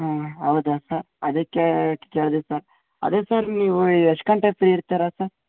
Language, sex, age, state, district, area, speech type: Kannada, male, 18-30, Karnataka, Chitradurga, urban, conversation